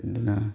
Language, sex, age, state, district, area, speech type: Manipuri, male, 30-45, Manipur, Chandel, rural, spontaneous